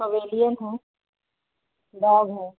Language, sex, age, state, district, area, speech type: Hindi, female, 45-60, Uttar Pradesh, Azamgarh, urban, conversation